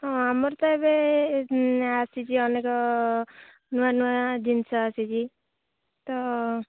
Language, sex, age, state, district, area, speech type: Odia, female, 18-30, Odisha, Jagatsinghpur, rural, conversation